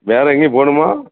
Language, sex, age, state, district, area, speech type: Tamil, male, 60+, Tamil Nadu, Thoothukudi, rural, conversation